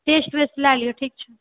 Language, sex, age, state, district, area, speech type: Maithili, female, 18-30, Bihar, Purnia, rural, conversation